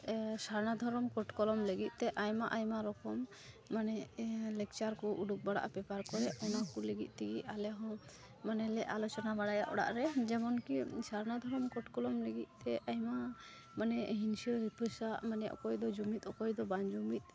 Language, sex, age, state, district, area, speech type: Santali, female, 18-30, West Bengal, Malda, rural, spontaneous